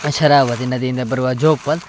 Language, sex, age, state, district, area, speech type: Kannada, male, 18-30, Karnataka, Uttara Kannada, rural, spontaneous